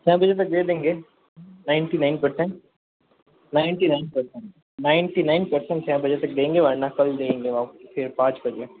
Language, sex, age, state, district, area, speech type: Hindi, male, 45-60, Rajasthan, Jodhpur, urban, conversation